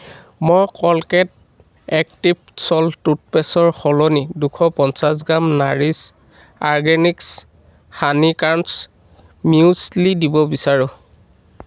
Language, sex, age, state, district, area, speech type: Assamese, male, 60+, Assam, Dhemaji, rural, read